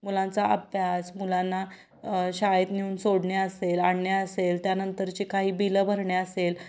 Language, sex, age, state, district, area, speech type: Marathi, female, 30-45, Maharashtra, Kolhapur, urban, spontaneous